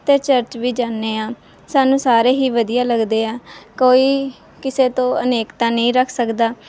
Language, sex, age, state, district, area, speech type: Punjabi, female, 18-30, Punjab, Mansa, urban, spontaneous